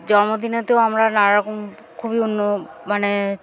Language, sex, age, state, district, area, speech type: Bengali, female, 45-60, West Bengal, Hooghly, urban, spontaneous